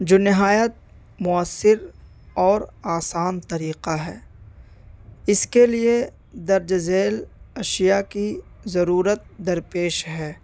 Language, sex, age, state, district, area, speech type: Urdu, male, 18-30, Delhi, North East Delhi, rural, spontaneous